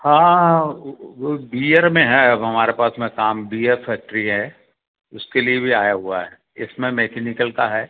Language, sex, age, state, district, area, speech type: Hindi, male, 60+, Madhya Pradesh, Balaghat, rural, conversation